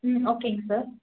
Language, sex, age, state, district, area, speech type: Tamil, female, 18-30, Tamil Nadu, Salem, urban, conversation